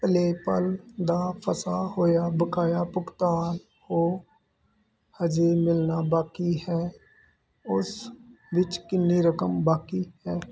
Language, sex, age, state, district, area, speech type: Punjabi, male, 30-45, Punjab, Hoshiarpur, urban, read